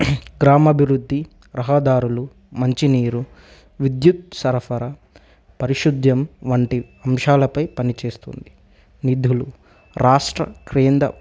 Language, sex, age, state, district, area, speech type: Telugu, male, 18-30, Telangana, Nagarkurnool, rural, spontaneous